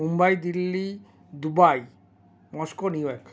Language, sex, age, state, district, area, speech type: Bengali, male, 60+, West Bengal, Paschim Bardhaman, urban, spontaneous